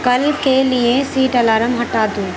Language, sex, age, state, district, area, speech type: Urdu, female, 18-30, Uttar Pradesh, Gautam Buddha Nagar, rural, read